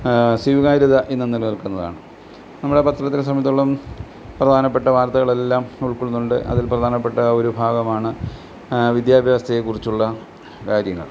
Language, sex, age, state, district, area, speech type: Malayalam, male, 60+, Kerala, Alappuzha, rural, spontaneous